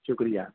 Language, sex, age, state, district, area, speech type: Urdu, male, 30-45, Uttar Pradesh, Azamgarh, rural, conversation